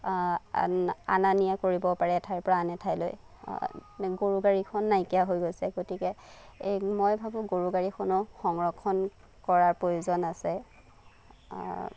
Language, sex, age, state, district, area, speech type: Assamese, female, 18-30, Assam, Nagaon, rural, spontaneous